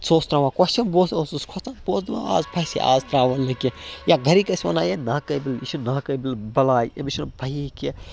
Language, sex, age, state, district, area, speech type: Kashmiri, male, 18-30, Jammu and Kashmir, Baramulla, rural, spontaneous